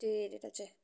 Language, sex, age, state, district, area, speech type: Nepali, female, 18-30, West Bengal, Kalimpong, rural, spontaneous